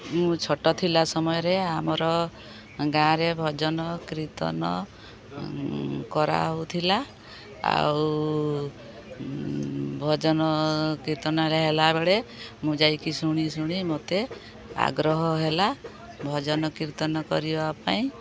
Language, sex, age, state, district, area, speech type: Odia, female, 45-60, Odisha, Sundergarh, rural, spontaneous